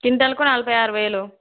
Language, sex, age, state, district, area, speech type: Telugu, female, 18-30, Telangana, Peddapalli, rural, conversation